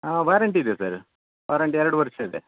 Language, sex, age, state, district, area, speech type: Kannada, male, 30-45, Karnataka, Dakshina Kannada, rural, conversation